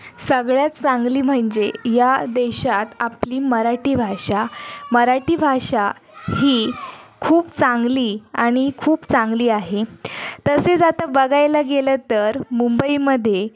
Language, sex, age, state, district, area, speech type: Marathi, female, 18-30, Maharashtra, Sindhudurg, rural, spontaneous